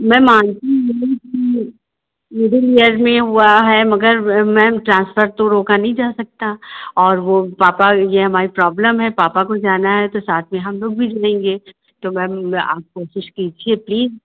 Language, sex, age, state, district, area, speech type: Hindi, female, 45-60, Uttar Pradesh, Sitapur, rural, conversation